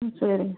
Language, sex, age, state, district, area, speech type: Tamil, female, 30-45, Tamil Nadu, Tiruchirappalli, rural, conversation